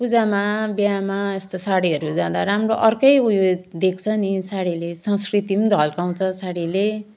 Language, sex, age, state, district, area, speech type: Nepali, female, 30-45, West Bengal, Jalpaiguri, rural, spontaneous